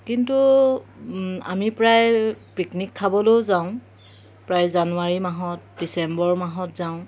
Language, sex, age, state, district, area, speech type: Assamese, female, 30-45, Assam, Jorhat, urban, spontaneous